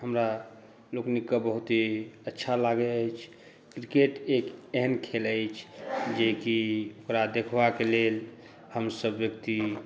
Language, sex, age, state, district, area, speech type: Maithili, male, 30-45, Bihar, Saharsa, urban, spontaneous